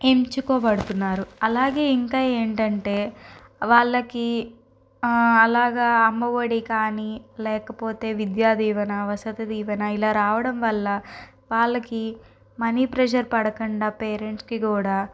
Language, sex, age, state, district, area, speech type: Telugu, female, 30-45, Andhra Pradesh, Guntur, urban, spontaneous